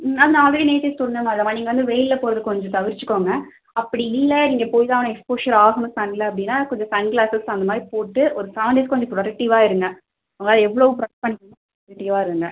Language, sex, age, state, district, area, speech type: Tamil, female, 18-30, Tamil Nadu, Cuddalore, urban, conversation